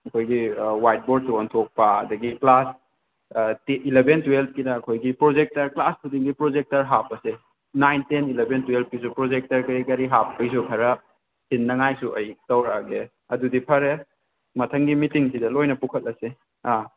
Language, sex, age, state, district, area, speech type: Manipuri, male, 18-30, Manipur, Kakching, rural, conversation